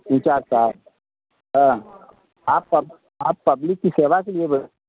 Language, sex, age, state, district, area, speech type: Hindi, male, 60+, Uttar Pradesh, Ayodhya, rural, conversation